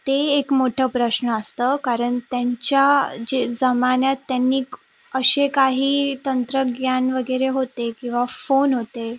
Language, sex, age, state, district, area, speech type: Marathi, female, 18-30, Maharashtra, Sindhudurg, rural, spontaneous